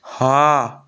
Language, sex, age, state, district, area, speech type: Odia, male, 18-30, Odisha, Nayagarh, rural, read